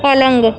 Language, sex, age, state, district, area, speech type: Urdu, female, 18-30, Uttar Pradesh, Gautam Buddha Nagar, urban, read